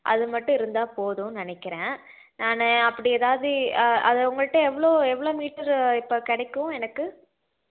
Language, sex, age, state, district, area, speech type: Tamil, female, 18-30, Tamil Nadu, Salem, urban, conversation